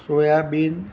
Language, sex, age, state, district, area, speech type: Gujarati, male, 60+, Gujarat, Anand, urban, spontaneous